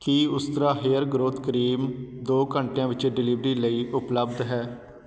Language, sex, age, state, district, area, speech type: Punjabi, male, 30-45, Punjab, Patiala, urban, read